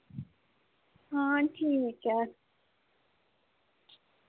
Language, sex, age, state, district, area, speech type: Dogri, female, 18-30, Jammu and Kashmir, Udhampur, urban, conversation